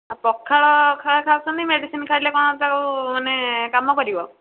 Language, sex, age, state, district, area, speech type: Odia, female, 18-30, Odisha, Nayagarh, rural, conversation